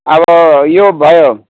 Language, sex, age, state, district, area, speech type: Nepali, male, 60+, West Bengal, Jalpaiguri, urban, conversation